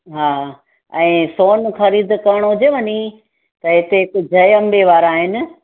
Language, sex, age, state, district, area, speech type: Sindhi, female, 45-60, Gujarat, Junagadh, rural, conversation